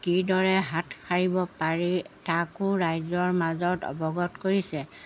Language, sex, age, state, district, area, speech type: Assamese, female, 60+, Assam, Golaghat, rural, spontaneous